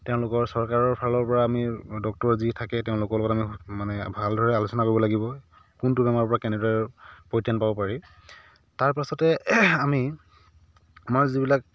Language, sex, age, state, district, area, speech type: Assamese, male, 30-45, Assam, Dhemaji, rural, spontaneous